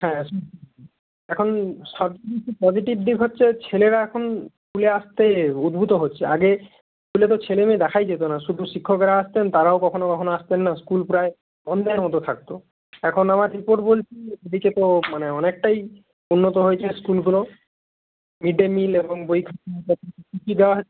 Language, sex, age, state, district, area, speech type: Bengali, male, 30-45, West Bengal, Purba Medinipur, rural, conversation